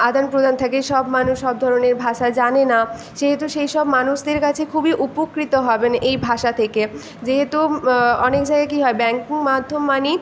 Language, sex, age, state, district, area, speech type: Bengali, female, 18-30, West Bengal, Paschim Medinipur, rural, spontaneous